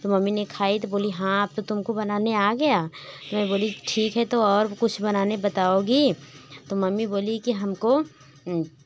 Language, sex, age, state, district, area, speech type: Hindi, female, 18-30, Uttar Pradesh, Varanasi, rural, spontaneous